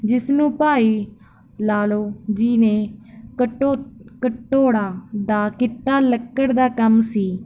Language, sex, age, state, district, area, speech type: Punjabi, female, 18-30, Punjab, Barnala, rural, spontaneous